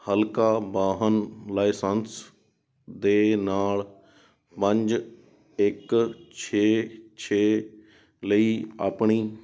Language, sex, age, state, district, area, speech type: Punjabi, male, 18-30, Punjab, Sangrur, urban, read